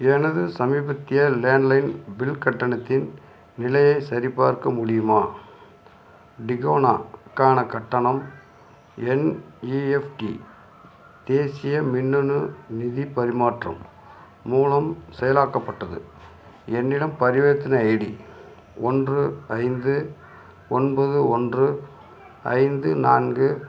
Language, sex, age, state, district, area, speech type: Tamil, male, 45-60, Tamil Nadu, Madurai, rural, read